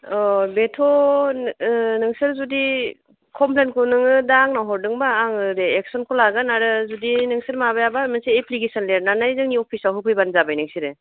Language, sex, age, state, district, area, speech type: Bodo, female, 45-60, Assam, Kokrajhar, rural, conversation